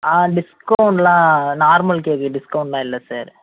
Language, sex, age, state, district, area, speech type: Tamil, male, 18-30, Tamil Nadu, Ariyalur, rural, conversation